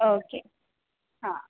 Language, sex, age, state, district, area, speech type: Kannada, female, 18-30, Karnataka, Belgaum, rural, conversation